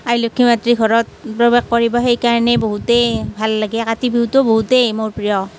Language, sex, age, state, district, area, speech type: Assamese, female, 45-60, Assam, Nalbari, rural, spontaneous